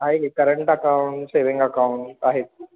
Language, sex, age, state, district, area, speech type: Marathi, male, 18-30, Maharashtra, Kolhapur, urban, conversation